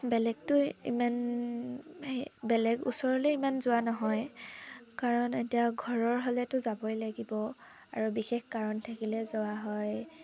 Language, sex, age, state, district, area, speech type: Assamese, female, 18-30, Assam, Sivasagar, rural, spontaneous